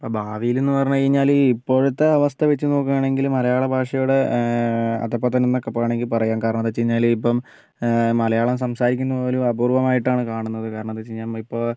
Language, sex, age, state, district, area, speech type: Malayalam, male, 18-30, Kerala, Wayanad, rural, spontaneous